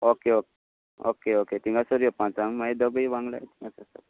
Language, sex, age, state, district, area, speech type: Goan Konkani, male, 45-60, Goa, Tiswadi, rural, conversation